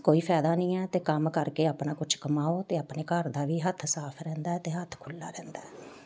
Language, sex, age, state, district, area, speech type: Punjabi, female, 45-60, Punjab, Amritsar, urban, spontaneous